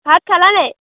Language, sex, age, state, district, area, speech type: Assamese, female, 18-30, Assam, Dhemaji, rural, conversation